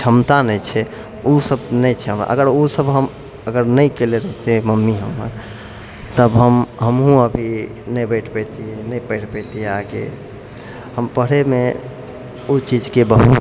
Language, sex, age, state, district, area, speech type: Maithili, male, 60+, Bihar, Purnia, urban, spontaneous